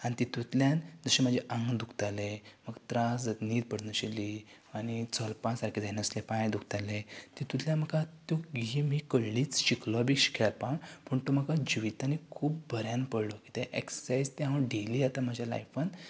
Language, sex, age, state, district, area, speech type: Goan Konkani, male, 18-30, Goa, Canacona, rural, spontaneous